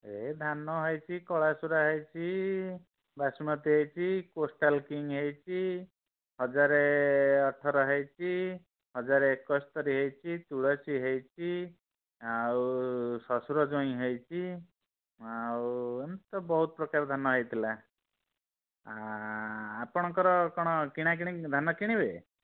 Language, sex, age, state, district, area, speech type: Odia, male, 30-45, Odisha, Bhadrak, rural, conversation